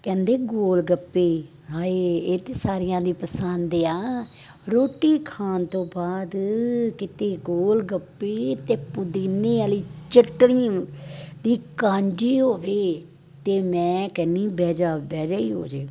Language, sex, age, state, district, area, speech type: Punjabi, female, 45-60, Punjab, Amritsar, urban, spontaneous